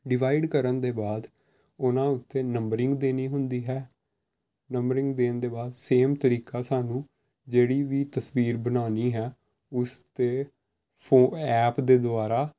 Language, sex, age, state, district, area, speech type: Punjabi, male, 18-30, Punjab, Pathankot, urban, spontaneous